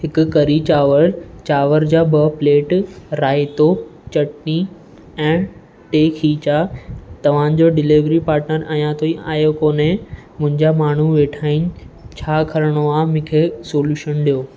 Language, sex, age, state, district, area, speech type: Sindhi, male, 18-30, Maharashtra, Mumbai Suburban, urban, spontaneous